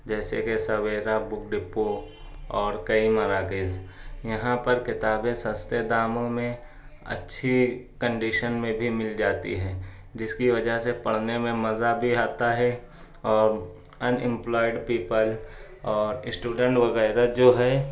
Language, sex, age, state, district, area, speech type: Urdu, male, 18-30, Maharashtra, Nashik, urban, spontaneous